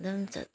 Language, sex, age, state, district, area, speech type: Manipuri, female, 30-45, Manipur, Senapati, rural, spontaneous